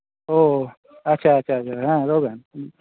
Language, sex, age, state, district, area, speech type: Santali, male, 18-30, West Bengal, Malda, rural, conversation